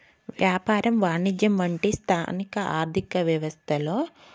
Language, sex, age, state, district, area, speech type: Telugu, female, 30-45, Telangana, Karimnagar, urban, spontaneous